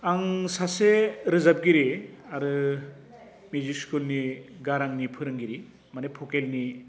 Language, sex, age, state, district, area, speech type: Bodo, male, 45-60, Assam, Baksa, rural, spontaneous